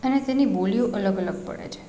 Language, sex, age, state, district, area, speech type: Gujarati, female, 30-45, Gujarat, Rajkot, urban, spontaneous